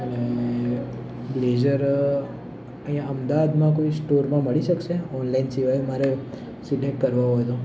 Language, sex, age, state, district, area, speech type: Gujarati, male, 18-30, Gujarat, Ahmedabad, urban, spontaneous